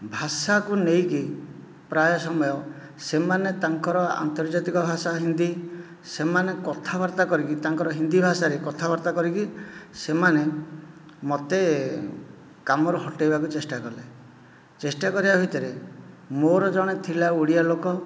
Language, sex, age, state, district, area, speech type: Odia, male, 45-60, Odisha, Nayagarh, rural, spontaneous